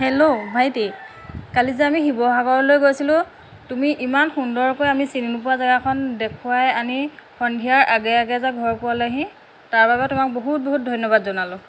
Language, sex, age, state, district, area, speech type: Assamese, female, 45-60, Assam, Lakhimpur, rural, spontaneous